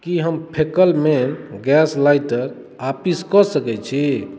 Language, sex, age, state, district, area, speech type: Maithili, male, 30-45, Bihar, Madhubani, rural, read